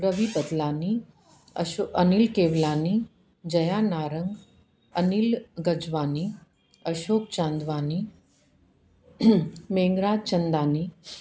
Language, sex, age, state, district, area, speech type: Sindhi, female, 45-60, Uttar Pradesh, Lucknow, urban, spontaneous